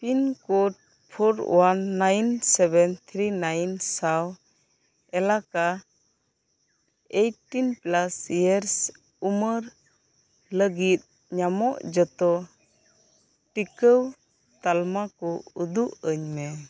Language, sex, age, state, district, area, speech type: Santali, female, 18-30, West Bengal, Birbhum, rural, read